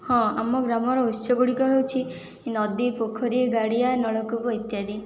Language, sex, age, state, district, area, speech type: Odia, female, 18-30, Odisha, Khordha, rural, spontaneous